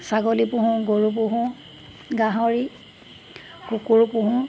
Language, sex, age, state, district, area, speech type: Assamese, female, 45-60, Assam, Golaghat, rural, spontaneous